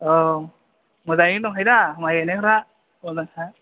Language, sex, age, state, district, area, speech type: Bodo, male, 18-30, Assam, Chirang, urban, conversation